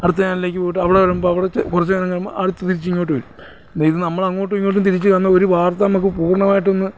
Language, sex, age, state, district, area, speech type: Malayalam, male, 45-60, Kerala, Alappuzha, urban, spontaneous